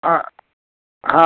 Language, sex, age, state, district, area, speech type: Bengali, male, 30-45, West Bengal, Darjeeling, rural, conversation